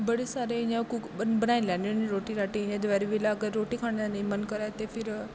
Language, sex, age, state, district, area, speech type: Dogri, female, 18-30, Jammu and Kashmir, Kathua, rural, spontaneous